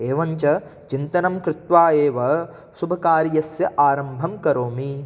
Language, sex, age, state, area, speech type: Sanskrit, male, 18-30, Rajasthan, rural, spontaneous